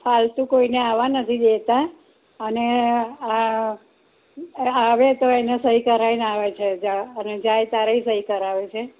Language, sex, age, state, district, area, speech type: Gujarati, female, 60+, Gujarat, Kheda, rural, conversation